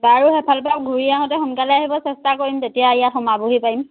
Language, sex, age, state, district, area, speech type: Assamese, female, 18-30, Assam, Dhemaji, urban, conversation